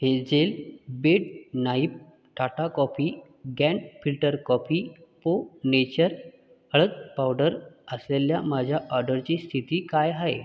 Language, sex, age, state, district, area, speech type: Marathi, male, 45-60, Maharashtra, Buldhana, rural, read